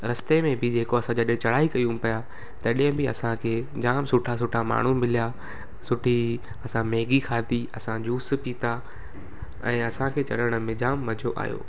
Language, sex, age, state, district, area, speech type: Sindhi, male, 18-30, Gujarat, Surat, urban, spontaneous